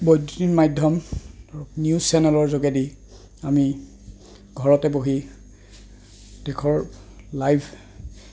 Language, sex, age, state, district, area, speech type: Assamese, male, 30-45, Assam, Goalpara, urban, spontaneous